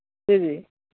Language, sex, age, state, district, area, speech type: Hindi, male, 30-45, Bihar, Madhepura, rural, conversation